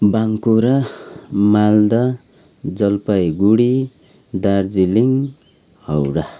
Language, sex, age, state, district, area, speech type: Nepali, male, 30-45, West Bengal, Kalimpong, rural, spontaneous